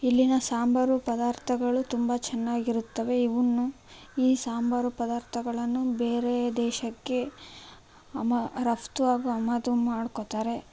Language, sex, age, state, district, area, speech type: Kannada, female, 18-30, Karnataka, Chitradurga, rural, spontaneous